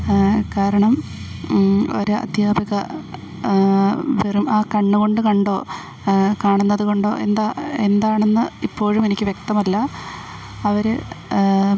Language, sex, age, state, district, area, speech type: Malayalam, female, 30-45, Kerala, Idukki, rural, spontaneous